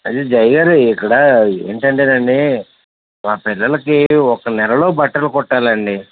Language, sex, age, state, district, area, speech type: Telugu, male, 60+, Andhra Pradesh, West Godavari, rural, conversation